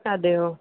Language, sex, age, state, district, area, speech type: Malayalam, female, 18-30, Kerala, Palakkad, rural, conversation